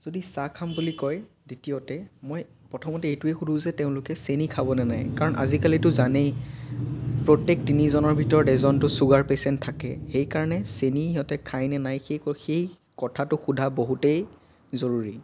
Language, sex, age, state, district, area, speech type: Assamese, male, 18-30, Assam, Biswanath, rural, spontaneous